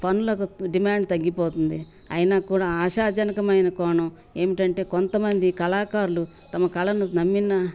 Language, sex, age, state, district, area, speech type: Telugu, female, 60+, Telangana, Ranga Reddy, rural, spontaneous